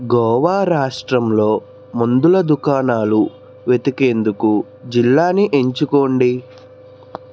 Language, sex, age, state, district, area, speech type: Telugu, male, 60+, Andhra Pradesh, N T Rama Rao, urban, read